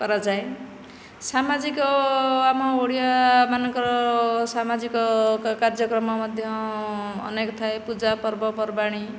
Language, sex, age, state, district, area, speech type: Odia, female, 45-60, Odisha, Nayagarh, rural, spontaneous